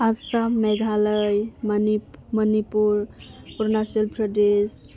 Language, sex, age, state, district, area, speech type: Bodo, female, 18-30, Assam, Udalguri, urban, spontaneous